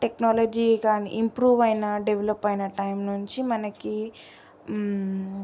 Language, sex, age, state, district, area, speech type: Telugu, female, 18-30, Telangana, Sangareddy, urban, spontaneous